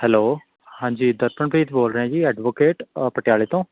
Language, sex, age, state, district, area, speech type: Punjabi, male, 18-30, Punjab, Patiala, urban, conversation